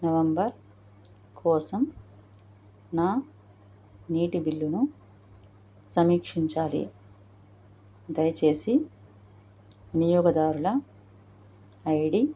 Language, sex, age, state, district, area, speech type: Telugu, female, 45-60, Andhra Pradesh, Krishna, urban, read